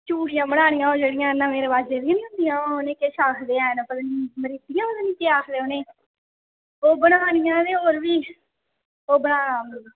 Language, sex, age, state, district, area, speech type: Dogri, female, 18-30, Jammu and Kashmir, Reasi, rural, conversation